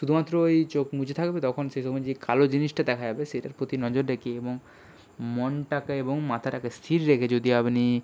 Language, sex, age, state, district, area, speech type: Bengali, male, 30-45, West Bengal, Purba Medinipur, rural, spontaneous